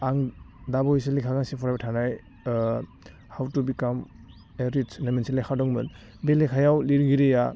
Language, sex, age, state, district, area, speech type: Bodo, male, 18-30, Assam, Udalguri, urban, spontaneous